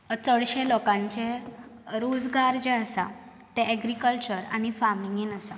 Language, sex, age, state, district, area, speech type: Goan Konkani, female, 18-30, Goa, Bardez, urban, spontaneous